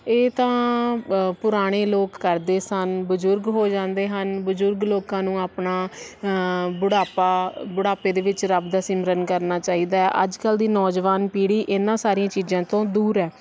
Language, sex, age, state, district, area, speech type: Punjabi, female, 30-45, Punjab, Faridkot, urban, spontaneous